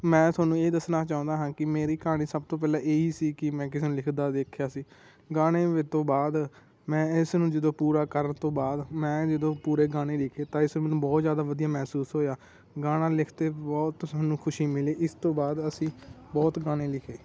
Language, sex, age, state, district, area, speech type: Punjabi, male, 18-30, Punjab, Muktsar, rural, spontaneous